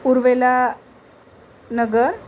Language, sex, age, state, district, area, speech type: Marathi, female, 45-60, Maharashtra, Nagpur, urban, spontaneous